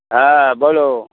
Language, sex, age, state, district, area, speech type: Bengali, male, 60+, West Bengal, Hooghly, rural, conversation